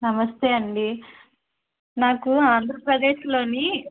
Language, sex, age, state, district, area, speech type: Telugu, female, 45-60, Andhra Pradesh, Konaseema, rural, conversation